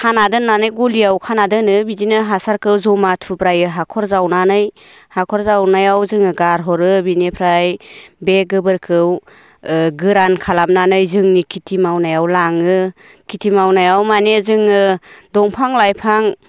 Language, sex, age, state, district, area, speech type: Bodo, female, 30-45, Assam, Baksa, rural, spontaneous